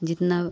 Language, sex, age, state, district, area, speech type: Hindi, female, 30-45, Uttar Pradesh, Pratapgarh, rural, spontaneous